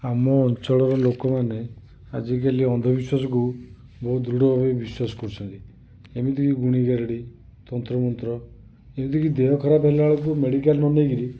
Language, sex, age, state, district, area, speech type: Odia, male, 45-60, Odisha, Cuttack, urban, spontaneous